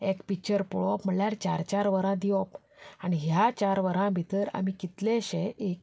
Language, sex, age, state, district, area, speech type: Goan Konkani, female, 30-45, Goa, Canacona, rural, spontaneous